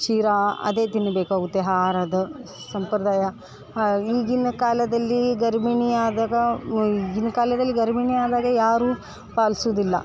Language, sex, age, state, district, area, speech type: Kannada, female, 18-30, Karnataka, Dharwad, urban, spontaneous